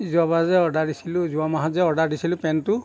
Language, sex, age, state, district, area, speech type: Assamese, male, 60+, Assam, Nagaon, rural, spontaneous